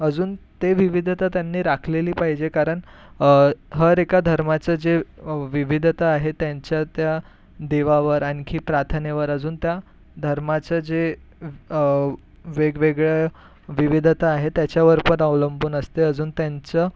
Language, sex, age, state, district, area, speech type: Marathi, male, 18-30, Maharashtra, Nagpur, urban, spontaneous